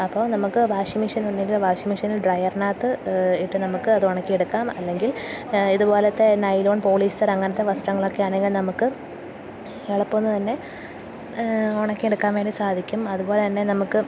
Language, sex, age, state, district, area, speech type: Malayalam, female, 30-45, Kerala, Kottayam, rural, spontaneous